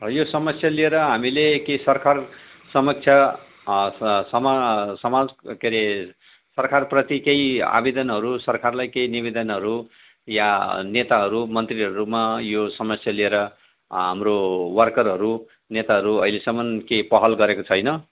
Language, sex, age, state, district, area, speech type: Nepali, male, 60+, West Bengal, Jalpaiguri, rural, conversation